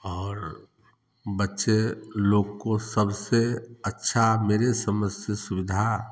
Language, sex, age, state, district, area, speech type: Hindi, male, 30-45, Bihar, Samastipur, rural, spontaneous